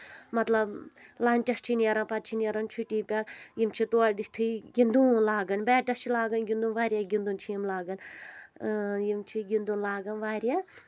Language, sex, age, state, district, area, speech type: Kashmiri, female, 30-45, Jammu and Kashmir, Anantnag, rural, spontaneous